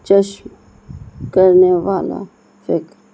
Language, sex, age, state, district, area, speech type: Urdu, female, 30-45, Bihar, Gaya, rural, spontaneous